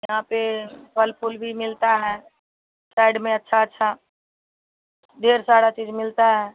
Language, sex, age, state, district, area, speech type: Hindi, female, 30-45, Bihar, Madhepura, rural, conversation